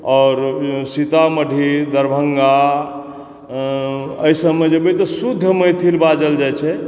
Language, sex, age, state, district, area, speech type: Maithili, male, 30-45, Bihar, Supaul, rural, spontaneous